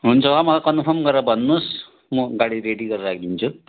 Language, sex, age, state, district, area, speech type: Nepali, male, 45-60, West Bengal, Kalimpong, rural, conversation